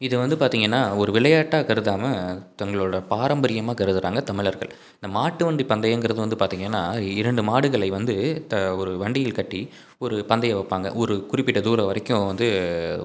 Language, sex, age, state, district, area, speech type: Tamil, male, 18-30, Tamil Nadu, Salem, rural, spontaneous